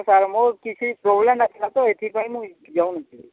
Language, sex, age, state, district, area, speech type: Odia, male, 45-60, Odisha, Nuapada, urban, conversation